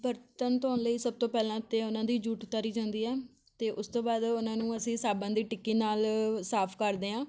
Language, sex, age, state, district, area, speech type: Punjabi, female, 18-30, Punjab, Amritsar, urban, spontaneous